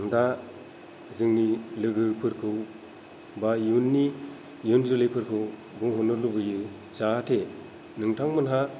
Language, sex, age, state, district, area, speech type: Bodo, female, 45-60, Assam, Kokrajhar, rural, spontaneous